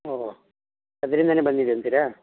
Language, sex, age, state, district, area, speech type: Kannada, male, 60+, Karnataka, Shimoga, rural, conversation